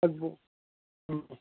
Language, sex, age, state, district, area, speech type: Manipuri, male, 60+, Manipur, Chandel, rural, conversation